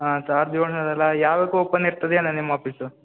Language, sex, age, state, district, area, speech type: Kannada, male, 18-30, Karnataka, Uttara Kannada, rural, conversation